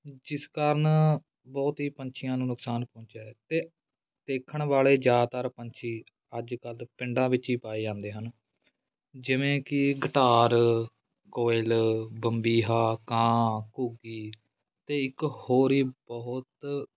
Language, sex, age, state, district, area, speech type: Punjabi, male, 18-30, Punjab, Fatehgarh Sahib, rural, spontaneous